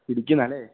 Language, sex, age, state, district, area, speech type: Malayalam, male, 18-30, Kerala, Idukki, rural, conversation